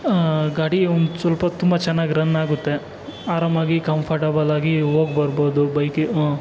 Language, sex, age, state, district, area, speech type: Kannada, male, 45-60, Karnataka, Kolar, rural, spontaneous